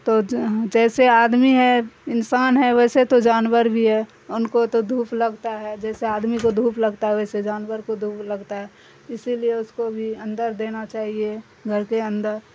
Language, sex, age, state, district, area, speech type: Urdu, female, 45-60, Bihar, Darbhanga, rural, spontaneous